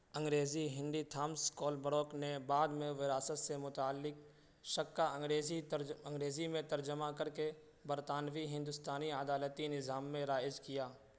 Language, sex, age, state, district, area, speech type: Urdu, male, 18-30, Uttar Pradesh, Saharanpur, urban, read